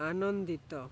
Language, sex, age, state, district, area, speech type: Odia, male, 45-60, Odisha, Malkangiri, urban, read